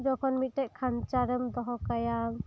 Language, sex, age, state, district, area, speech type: Santali, female, 18-30, West Bengal, Birbhum, rural, spontaneous